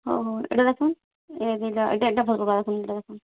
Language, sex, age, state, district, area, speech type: Odia, female, 60+, Odisha, Boudh, rural, conversation